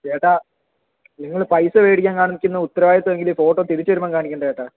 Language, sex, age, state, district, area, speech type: Malayalam, male, 18-30, Kerala, Kollam, rural, conversation